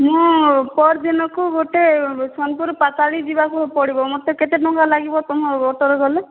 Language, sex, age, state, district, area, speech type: Odia, female, 18-30, Odisha, Boudh, rural, conversation